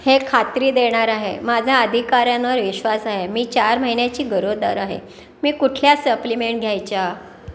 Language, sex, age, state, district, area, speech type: Marathi, female, 60+, Maharashtra, Pune, urban, read